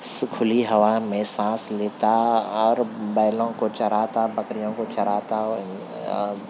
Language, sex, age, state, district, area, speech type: Urdu, male, 18-30, Telangana, Hyderabad, urban, spontaneous